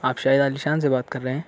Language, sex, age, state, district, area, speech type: Urdu, male, 60+, Maharashtra, Nashik, urban, spontaneous